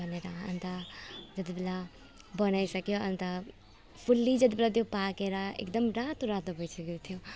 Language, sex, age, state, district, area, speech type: Nepali, female, 30-45, West Bengal, Alipurduar, urban, spontaneous